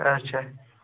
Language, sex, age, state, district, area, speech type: Kashmiri, male, 18-30, Jammu and Kashmir, Ganderbal, rural, conversation